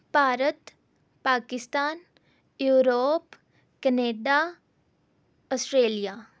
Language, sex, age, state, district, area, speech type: Punjabi, female, 18-30, Punjab, Rupnagar, urban, spontaneous